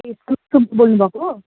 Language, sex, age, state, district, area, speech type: Nepali, female, 30-45, West Bengal, Darjeeling, urban, conversation